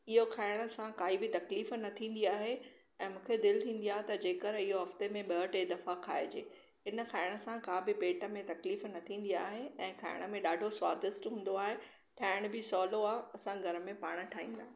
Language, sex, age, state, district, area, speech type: Sindhi, female, 45-60, Maharashtra, Thane, urban, spontaneous